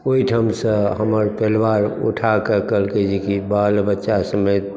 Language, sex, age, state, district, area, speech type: Maithili, male, 60+, Bihar, Madhubani, urban, spontaneous